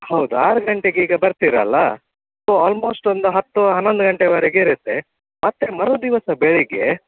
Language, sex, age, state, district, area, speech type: Kannada, male, 45-60, Karnataka, Udupi, rural, conversation